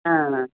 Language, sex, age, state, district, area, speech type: Sanskrit, female, 60+, Karnataka, Hassan, rural, conversation